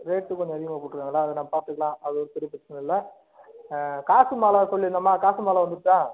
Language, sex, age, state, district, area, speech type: Tamil, male, 30-45, Tamil Nadu, Cuddalore, rural, conversation